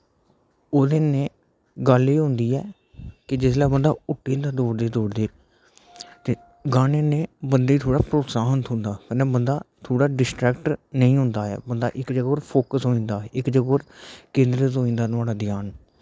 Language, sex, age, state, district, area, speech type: Dogri, male, 30-45, Jammu and Kashmir, Udhampur, urban, spontaneous